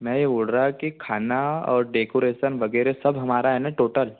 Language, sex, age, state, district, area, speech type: Hindi, male, 18-30, Madhya Pradesh, Betul, urban, conversation